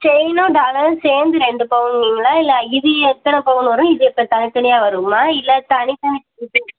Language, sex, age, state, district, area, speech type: Tamil, female, 18-30, Tamil Nadu, Virudhunagar, rural, conversation